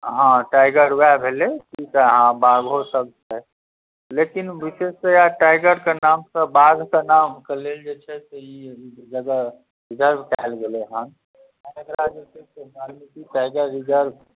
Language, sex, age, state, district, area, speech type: Maithili, male, 30-45, Bihar, Muzaffarpur, urban, conversation